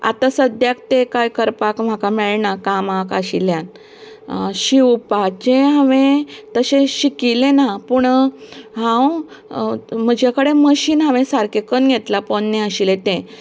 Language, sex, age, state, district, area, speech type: Goan Konkani, female, 45-60, Goa, Canacona, rural, spontaneous